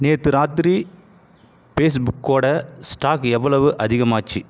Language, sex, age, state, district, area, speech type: Tamil, male, 45-60, Tamil Nadu, Viluppuram, rural, read